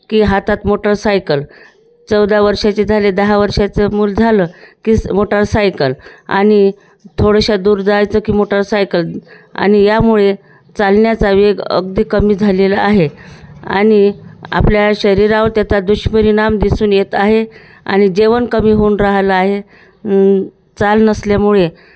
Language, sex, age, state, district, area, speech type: Marathi, female, 45-60, Maharashtra, Thane, rural, spontaneous